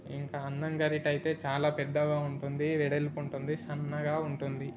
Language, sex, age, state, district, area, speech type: Telugu, male, 18-30, Telangana, Sangareddy, urban, spontaneous